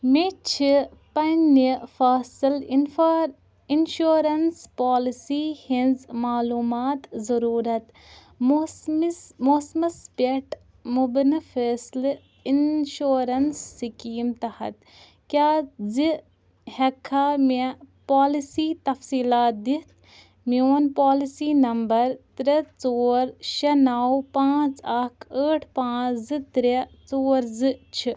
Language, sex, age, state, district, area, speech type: Kashmiri, female, 18-30, Jammu and Kashmir, Ganderbal, rural, read